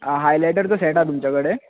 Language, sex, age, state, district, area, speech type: Goan Konkani, male, 18-30, Goa, Bardez, urban, conversation